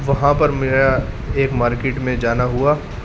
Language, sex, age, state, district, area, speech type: Urdu, male, 30-45, Uttar Pradesh, Muzaffarnagar, urban, spontaneous